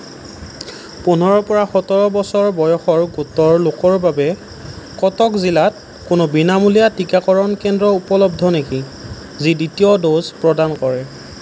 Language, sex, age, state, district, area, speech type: Assamese, male, 18-30, Assam, Nalbari, rural, read